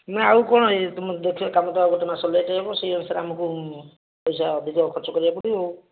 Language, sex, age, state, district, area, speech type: Odia, male, 45-60, Odisha, Bhadrak, rural, conversation